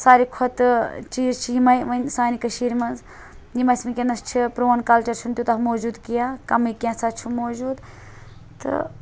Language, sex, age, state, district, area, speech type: Kashmiri, female, 18-30, Jammu and Kashmir, Srinagar, rural, spontaneous